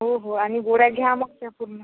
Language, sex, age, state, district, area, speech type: Marathi, female, 45-60, Maharashtra, Akola, rural, conversation